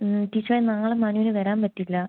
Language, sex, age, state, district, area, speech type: Malayalam, female, 18-30, Kerala, Kollam, rural, conversation